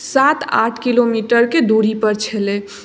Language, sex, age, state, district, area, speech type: Maithili, female, 18-30, Bihar, Madhubani, rural, spontaneous